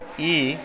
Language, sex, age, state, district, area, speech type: Kannada, male, 45-60, Karnataka, Koppal, rural, spontaneous